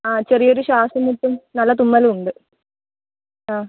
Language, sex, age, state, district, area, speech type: Malayalam, female, 18-30, Kerala, Wayanad, rural, conversation